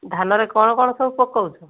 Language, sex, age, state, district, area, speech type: Odia, female, 60+, Odisha, Kandhamal, rural, conversation